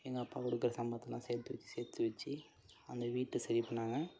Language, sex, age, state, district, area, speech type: Tamil, male, 18-30, Tamil Nadu, Mayiladuthurai, urban, spontaneous